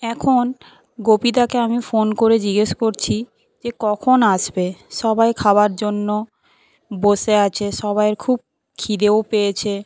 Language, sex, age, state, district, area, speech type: Bengali, female, 18-30, West Bengal, Paschim Medinipur, rural, spontaneous